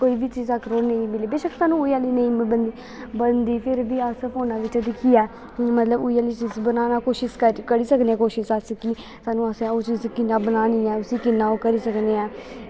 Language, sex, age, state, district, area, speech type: Dogri, female, 18-30, Jammu and Kashmir, Kathua, rural, spontaneous